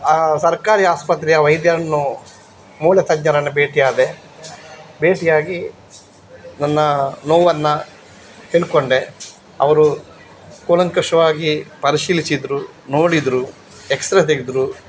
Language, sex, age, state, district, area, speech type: Kannada, male, 45-60, Karnataka, Dakshina Kannada, rural, spontaneous